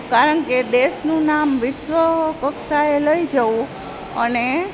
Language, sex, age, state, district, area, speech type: Gujarati, female, 45-60, Gujarat, Junagadh, rural, spontaneous